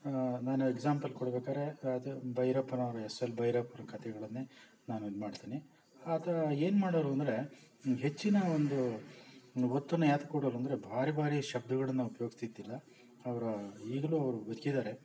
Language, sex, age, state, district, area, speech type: Kannada, male, 60+, Karnataka, Bangalore Urban, rural, spontaneous